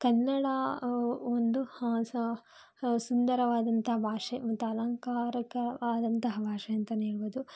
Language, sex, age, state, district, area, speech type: Kannada, female, 45-60, Karnataka, Chikkaballapur, rural, spontaneous